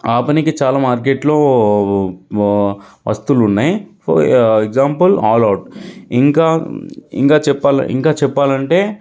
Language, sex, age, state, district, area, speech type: Telugu, male, 30-45, Telangana, Sangareddy, urban, spontaneous